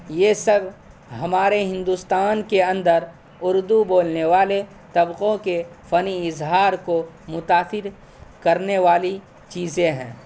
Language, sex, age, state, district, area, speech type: Urdu, male, 18-30, Bihar, Saharsa, rural, spontaneous